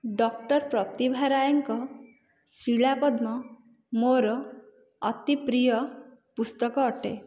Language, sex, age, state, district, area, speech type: Odia, female, 45-60, Odisha, Dhenkanal, rural, spontaneous